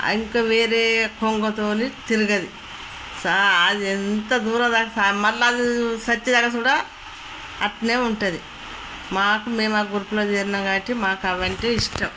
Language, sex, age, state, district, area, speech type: Telugu, female, 60+, Telangana, Peddapalli, rural, spontaneous